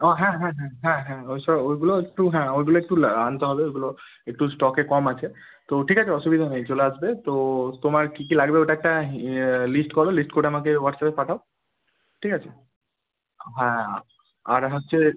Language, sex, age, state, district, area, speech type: Bengali, male, 18-30, West Bengal, Bankura, urban, conversation